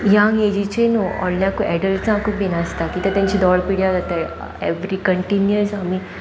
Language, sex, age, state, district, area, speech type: Goan Konkani, female, 18-30, Goa, Sanguem, rural, spontaneous